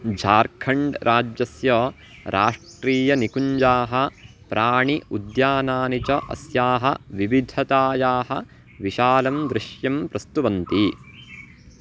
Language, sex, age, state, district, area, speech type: Sanskrit, male, 18-30, Karnataka, Uttara Kannada, rural, read